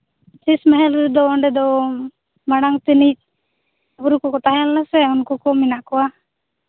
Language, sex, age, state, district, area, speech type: Santali, female, 18-30, Jharkhand, Seraikela Kharsawan, rural, conversation